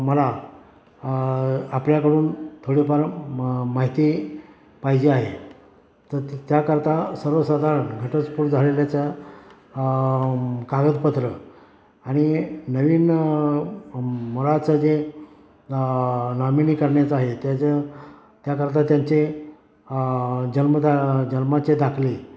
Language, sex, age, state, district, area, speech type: Marathi, male, 60+, Maharashtra, Satara, rural, spontaneous